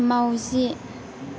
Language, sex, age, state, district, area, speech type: Bodo, female, 18-30, Assam, Chirang, rural, read